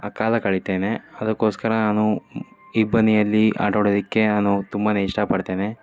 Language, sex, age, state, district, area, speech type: Kannada, male, 30-45, Karnataka, Davanagere, rural, spontaneous